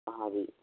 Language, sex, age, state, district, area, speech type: Hindi, male, 45-60, Rajasthan, Karauli, rural, conversation